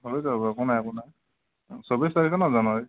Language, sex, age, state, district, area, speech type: Assamese, male, 18-30, Assam, Dhemaji, rural, conversation